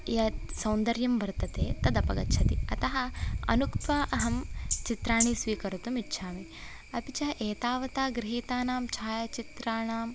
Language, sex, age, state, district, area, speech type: Sanskrit, female, 18-30, Karnataka, Davanagere, urban, spontaneous